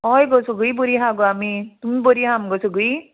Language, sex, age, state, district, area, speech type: Goan Konkani, female, 45-60, Goa, Murmgao, rural, conversation